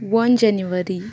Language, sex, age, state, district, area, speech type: Goan Konkani, female, 18-30, Goa, Ponda, rural, spontaneous